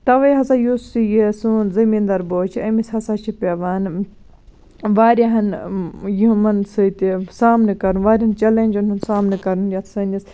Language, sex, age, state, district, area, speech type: Kashmiri, female, 18-30, Jammu and Kashmir, Baramulla, rural, spontaneous